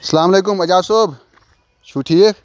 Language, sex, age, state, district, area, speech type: Kashmiri, male, 18-30, Jammu and Kashmir, Kulgam, rural, spontaneous